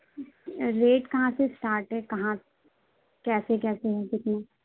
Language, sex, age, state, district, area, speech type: Urdu, female, 18-30, Uttar Pradesh, Gautam Buddha Nagar, urban, conversation